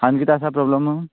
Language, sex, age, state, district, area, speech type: Goan Konkani, male, 30-45, Goa, Quepem, rural, conversation